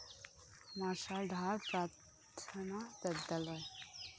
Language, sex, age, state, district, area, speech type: Santali, female, 18-30, West Bengal, Birbhum, rural, spontaneous